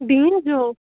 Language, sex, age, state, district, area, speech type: Sindhi, female, 18-30, Rajasthan, Ajmer, urban, conversation